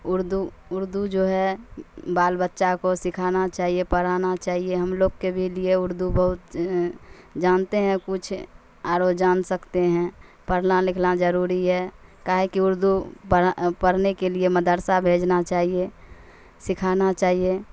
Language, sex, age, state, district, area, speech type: Urdu, female, 45-60, Bihar, Supaul, rural, spontaneous